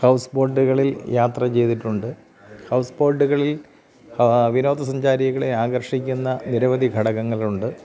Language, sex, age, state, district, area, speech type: Malayalam, male, 45-60, Kerala, Thiruvananthapuram, rural, spontaneous